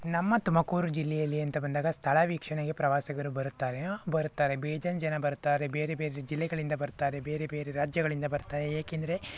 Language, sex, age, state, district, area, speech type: Kannada, male, 45-60, Karnataka, Tumkur, urban, spontaneous